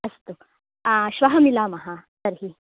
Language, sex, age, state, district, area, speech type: Sanskrit, female, 18-30, Karnataka, Hassan, rural, conversation